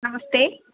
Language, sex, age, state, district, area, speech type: Sanskrit, female, 18-30, Kerala, Thrissur, rural, conversation